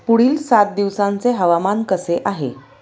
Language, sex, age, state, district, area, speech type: Marathi, female, 30-45, Maharashtra, Pune, urban, read